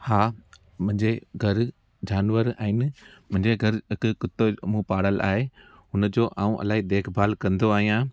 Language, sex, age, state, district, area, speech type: Sindhi, male, 30-45, Gujarat, Junagadh, rural, spontaneous